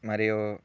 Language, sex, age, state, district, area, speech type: Telugu, male, 18-30, Telangana, Bhadradri Kothagudem, rural, spontaneous